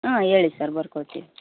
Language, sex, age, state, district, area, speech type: Kannada, female, 30-45, Karnataka, Vijayanagara, rural, conversation